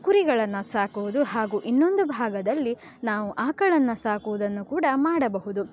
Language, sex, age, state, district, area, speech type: Kannada, female, 18-30, Karnataka, Uttara Kannada, rural, spontaneous